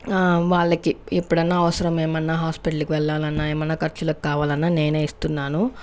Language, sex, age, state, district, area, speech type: Telugu, female, 30-45, Andhra Pradesh, Sri Balaji, rural, spontaneous